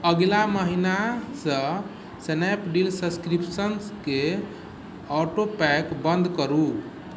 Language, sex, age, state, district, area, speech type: Maithili, male, 45-60, Bihar, Sitamarhi, rural, read